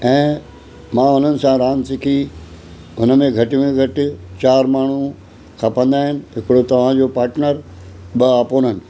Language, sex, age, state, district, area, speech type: Sindhi, male, 60+, Maharashtra, Mumbai Suburban, urban, spontaneous